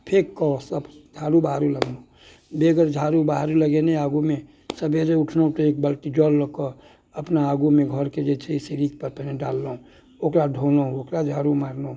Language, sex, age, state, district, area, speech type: Maithili, male, 60+, Bihar, Muzaffarpur, urban, spontaneous